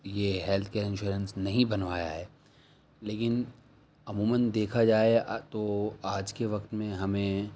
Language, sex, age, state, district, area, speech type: Urdu, male, 30-45, Delhi, South Delhi, rural, spontaneous